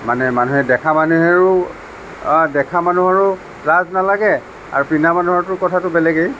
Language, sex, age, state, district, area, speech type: Assamese, male, 45-60, Assam, Sonitpur, rural, spontaneous